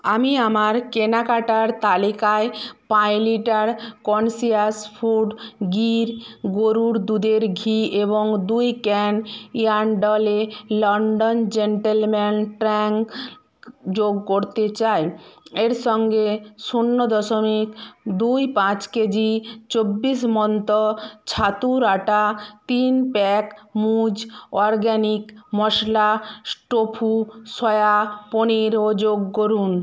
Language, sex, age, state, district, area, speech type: Bengali, female, 45-60, West Bengal, Nadia, rural, read